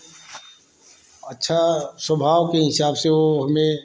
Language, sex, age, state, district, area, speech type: Hindi, male, 45-60, Uttar Pradesh, Varanasi, urban, spontaneous